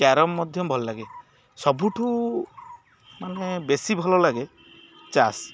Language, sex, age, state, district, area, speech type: Odia, male, 30-45, Odisha, Jagatsinghpur, urban, spontaneous